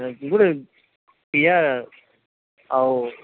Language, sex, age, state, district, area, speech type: Odia, male, 45-60, Odisha, Nuapada, urban, conversation